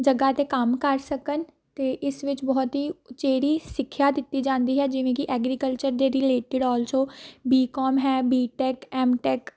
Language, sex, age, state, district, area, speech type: Punjabi, female, 18-30, Punjab, Amritsar, urban, spontaneous